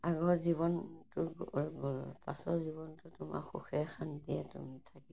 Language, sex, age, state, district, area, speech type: Assamese, female, 60+, Assam, Morigaon, rural, spontaneous